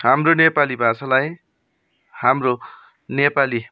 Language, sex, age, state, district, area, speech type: Nepali, male, 30-45, West Bengal, Darjeeling, rural, spontaneous